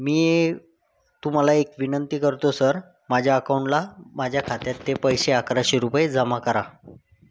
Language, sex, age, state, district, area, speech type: Marathi, male, 30-45, Maharashtra, Thane, urban, spontaneous